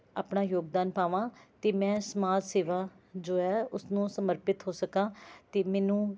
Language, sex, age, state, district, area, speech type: Punjabi, female, 30-45, Punjab, Rupnagar, urban, spontaneous